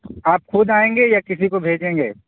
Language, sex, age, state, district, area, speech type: Urdu, male, 30-45, Uttar Pradesh, Balrampur, rural, conversation